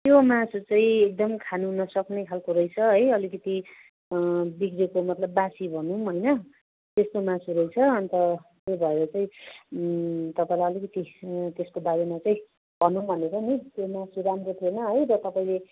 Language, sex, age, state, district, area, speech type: Nepali, female, 60+, West Bengal, Darjeeling, rural, conversation